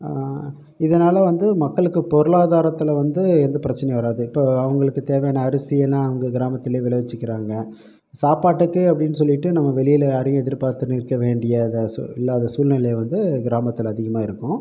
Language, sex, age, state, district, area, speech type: Tamil, male, 45-60, Tamil Nadu, Pudukkottai, rural, spontaneous